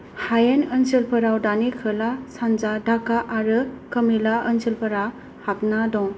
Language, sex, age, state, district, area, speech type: Bodo, female, 30-45, Assam, Kokrajhar, rural, read